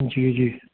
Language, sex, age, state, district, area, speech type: Sindhi, male, 60+, Delhi, South Delhi, rural, conversation